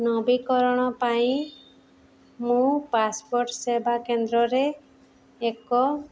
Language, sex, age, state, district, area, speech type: Odia, female, 18-30, Odisha, Sundergarh, urban, spontaneous